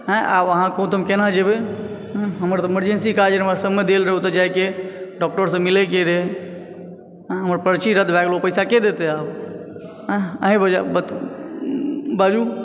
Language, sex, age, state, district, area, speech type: Maithili, male, 30-45, Bihar, Supaul, rural, spontaneous